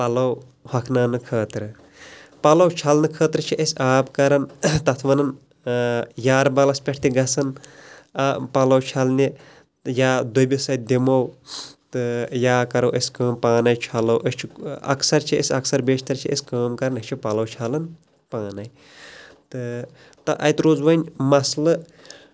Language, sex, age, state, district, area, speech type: Kashmiri, male, 30-45, Jammu and Kashmir, Shopian, urban, spontaneous